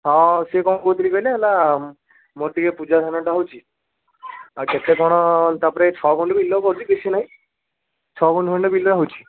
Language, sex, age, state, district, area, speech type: Odia, male, 30-45, Odisha, Puri, urban, conversation